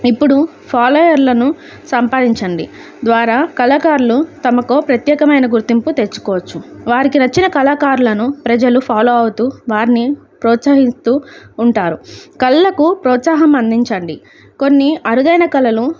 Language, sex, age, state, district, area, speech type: Telugu, female, 18-30, Andhra Pradesh, Alluri Sitarama Raju, rural, spontaneous